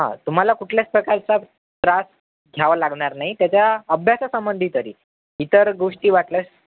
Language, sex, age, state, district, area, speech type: Marathi, male, 18-30, Maharashtra, Yavatmal, rural, conversation